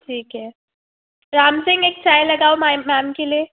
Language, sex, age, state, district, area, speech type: Hindi, female, 30-45, Madhya Pradesh, Balaghat, rural, conversation